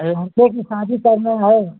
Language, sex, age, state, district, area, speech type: Hindi, male, 60+, Uttar Pradesh, Ghazipur, rural, conversation